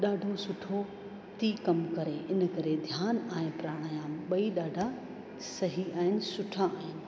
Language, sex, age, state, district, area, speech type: Sindhi, female, 45-60, Rajasthan, Ajmer, urban, spontaneous